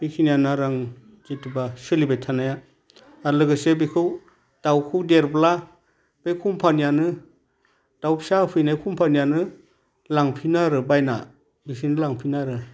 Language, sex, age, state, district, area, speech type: Bodo, male, 60+, Assam, Udalguri, rural, spontaneous